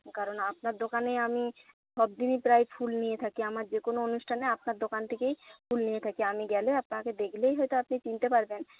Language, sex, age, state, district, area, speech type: Bengali, female, 45-60, West Bengal, Jhargram, rural, conversation